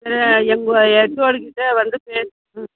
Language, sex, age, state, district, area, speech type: Tamil, female, 60+, Tamil Nadu, Dharmapuri, rural, conversation